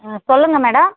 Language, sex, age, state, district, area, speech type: Tamil, female, 30-45, Tamil Nadu, Tirupattur, rural, conversation